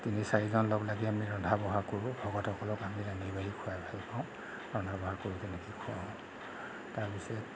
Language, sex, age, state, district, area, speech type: Assamese, male, 30-45, Assam, Nagaon, rural, spontaneous